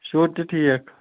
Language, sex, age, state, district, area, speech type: Kashmiri, male, 30-45, Jammu and Kashmir, Anantnag, rural, conversation